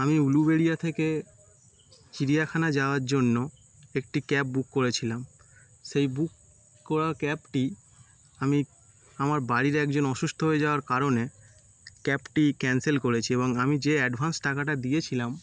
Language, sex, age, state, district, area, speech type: Bengali, male, 18-30, West Bengal, Howrah, urban, spontaneous